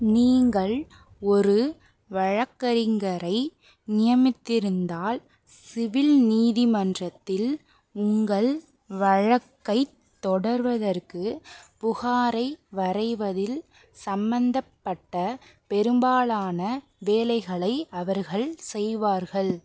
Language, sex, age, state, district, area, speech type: Tamil, female, 30-45, Tamil Nadu, Pudukkottai, rural, read